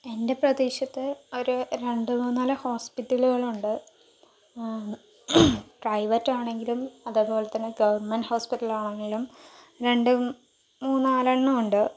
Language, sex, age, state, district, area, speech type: Malayalam, female, 45-60, Kerala, Palakkad, urban, spontaneous